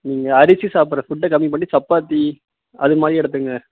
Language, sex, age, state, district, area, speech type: Tamil, male, 30-45, Tamil Nadu, Tiruvarur, urban, conversation